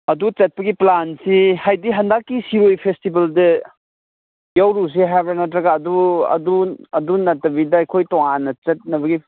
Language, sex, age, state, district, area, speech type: Manipuri, male, 30-45, Manipur, Ukhrul, urban, conversation